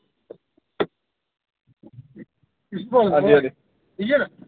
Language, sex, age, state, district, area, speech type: Dogri, male, 30-45, Jammu and Kashmir, Samba, urban, conversation